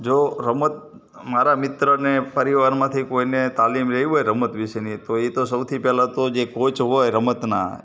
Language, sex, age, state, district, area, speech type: Gujarati, male, 30-45, Gujarat, Morbi, urban, spontaneous